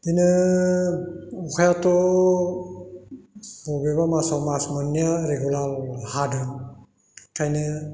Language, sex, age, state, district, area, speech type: Bodo, male, 60+, Assam, Chirang, rural, spontaneous